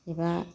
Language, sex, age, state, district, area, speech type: Bodo, female, 45-60, Assam, Baksa, rural, spontaneous